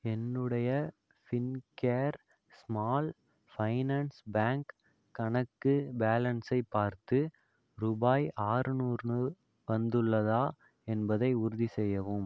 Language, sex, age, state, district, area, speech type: Tamil, male, 45-60, Tamil Nadu, Ariyalur, rural, read